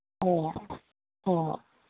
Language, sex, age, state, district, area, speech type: Manipuri, female, 60+, Manipur, Imphal East, rural, conversation